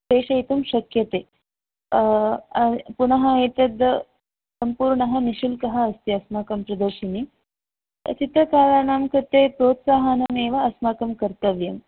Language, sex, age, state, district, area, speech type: Sanskrit, female, 18-30, Karnataka, Udupi, urban, conversation